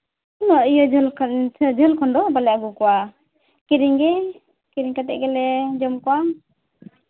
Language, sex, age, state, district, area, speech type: Santali, female, 18-30, Jharkhand, Seraikela Kharsawan, rural, conversation